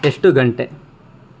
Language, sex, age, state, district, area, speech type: Kannada, male, 60+, Karnataka, Bangalore Rural, rural, read